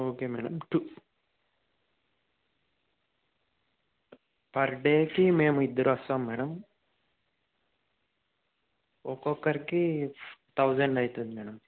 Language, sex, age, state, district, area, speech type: Telugu, male, 18-30, Andhra Pradesh, Nandyal, rural, conversation